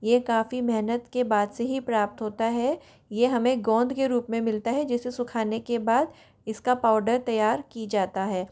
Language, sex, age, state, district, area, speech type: Hindi, female, 30-45, Rajasthan, Jodhpur, urban, spontaneous